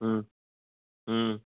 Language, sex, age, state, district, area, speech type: Punjabi, male, 45-60, Punjab, Amritsar, urban, conversation